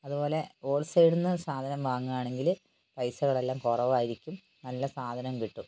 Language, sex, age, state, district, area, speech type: Malayalam, female, 60+, Kerala, Wayanad, rural, spontaneous